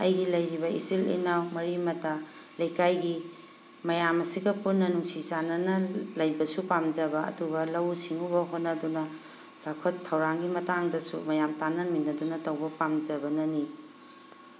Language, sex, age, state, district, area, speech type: Manipuri, female, 45-60, Manipur, Thoubal, rural, spontaneous